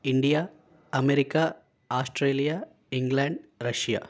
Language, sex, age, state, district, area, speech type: Telugu, male, 18-30, Andhra Pradesh, Konaseema, rural, spontaneous